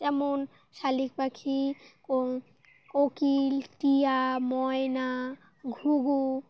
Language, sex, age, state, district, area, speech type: Bengali, female, 18-30, West Bengal, Dakshin Dinajpur, urban, spontaneous